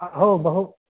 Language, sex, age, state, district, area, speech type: Sanskrit, male, 18-30, Rajasthan, Jaipur, urban, conversation